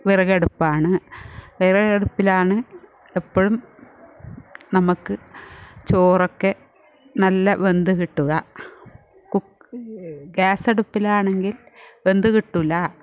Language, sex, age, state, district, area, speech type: Malayalam, female, 45-60, Kerala, Kasaragod, rural, spontaneous